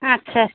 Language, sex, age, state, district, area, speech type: Bengali, female, 45-60, West Bengal, Alipurduar, rural, conversation